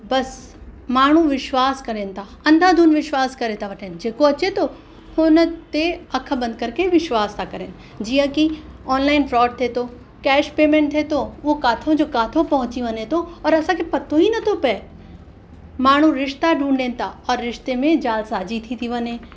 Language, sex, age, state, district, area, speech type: Sindhi, female, 30-45, Uttar Pradesh, Lucknow, urban, spontaneous